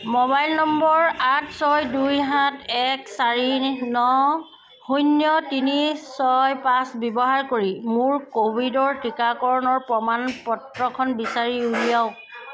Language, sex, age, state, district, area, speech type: Assamese, female, 30-45, Assam, Sivasagar, rural, read